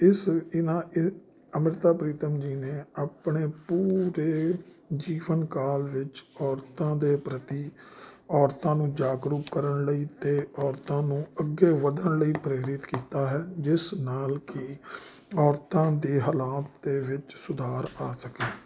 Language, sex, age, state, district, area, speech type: Punjabi, male, 30-45, Punjab, Jalandhar, urban, spontaneous